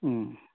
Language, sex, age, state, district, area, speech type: Manipuri, male, 45-60, Manipur, Kangpokpi, urban, conversation